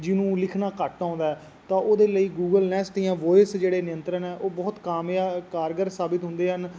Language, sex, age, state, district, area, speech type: Punjabi, male, 18-30, Punjab, Fazilka, urban, spontaneous